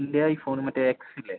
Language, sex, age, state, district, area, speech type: Malayalam, male, 18-30, Kerala, Thrissur, rural, conversation